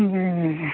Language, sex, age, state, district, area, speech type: Hindi, male, 18-30, Bihar, Madhepura, rural, conversation